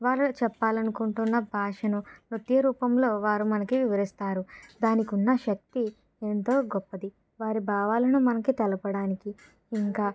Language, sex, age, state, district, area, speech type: Telugu, female, 45-60, Andhra Pradesh, Kakinada, urban, spontaneous